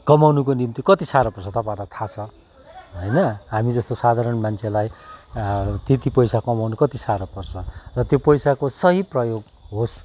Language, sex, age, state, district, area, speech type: Nepali, male, 45-60, West Bengal, Kalimpong, rural, spontaneous